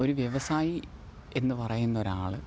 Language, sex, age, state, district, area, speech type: Malayalam, male, 18-30, Kerala, Pathanamthitta, rural, spontaneous